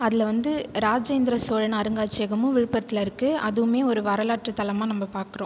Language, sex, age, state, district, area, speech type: Tamil, female, 18-30, Tamil Nadu, Viluppuram, urban, spontaneous